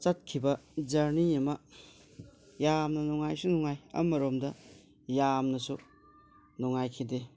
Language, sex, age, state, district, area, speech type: Manipuri, male, 45-60, Manipur, Tengnoupal, rural, spontaneous